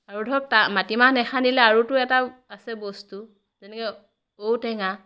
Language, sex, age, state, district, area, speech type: Assamese, female, 30-45, Assam, Biswanath, rural, spontaneous